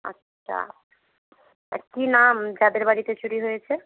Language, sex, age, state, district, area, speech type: Bengali, female, 60+, West Bengal, Jhargram, rural, conversation